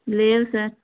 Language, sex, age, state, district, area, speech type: Telugu, female, 30-45, Andhra Pradesh, Vizianagaram, rural, conversation